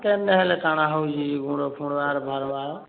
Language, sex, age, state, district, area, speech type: Odia, male, 18-30, Odisha, Boudh, rural, conversation